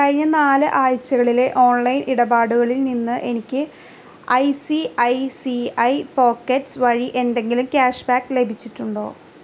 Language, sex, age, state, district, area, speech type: Malayalam, female, 18-30, Kerala, Ernakulam, rural, read